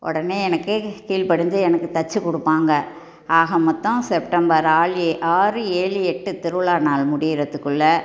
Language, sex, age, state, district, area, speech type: Tamil, female, 60+, Tamil Nadu, Tiruchirappalli, urban, spontaneous